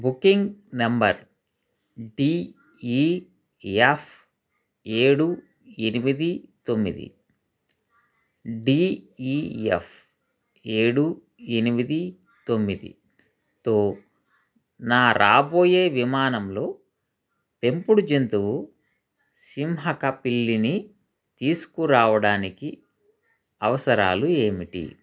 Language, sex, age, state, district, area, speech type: Telugu, male, 30-45, Andhra Pradesh, Krishna, urban, read